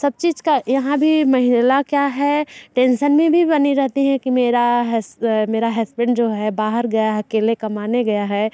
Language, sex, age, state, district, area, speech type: Hindi, female, 30-45, Uttar Pradesh, Bhadohi, rural, spontaneous